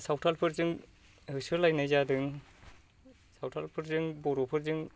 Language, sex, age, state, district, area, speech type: Bodo, male, 45-60, Assam, Kokrajhar, urban, spontaneous